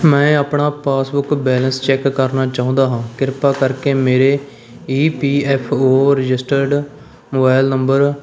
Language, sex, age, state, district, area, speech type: Punjabi, male, 18-30, Punjab, Fatehgarh Sahib, urban, read